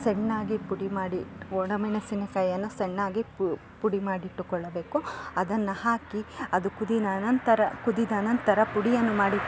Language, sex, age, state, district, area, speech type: Kannada, female, 30-45, Karnataka, Chikkamagaluru, rural, spontaneous